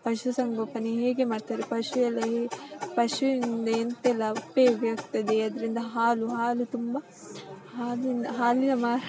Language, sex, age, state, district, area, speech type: Kannada, female, 18-30, Karnataka, Udupi, rural, spontaneous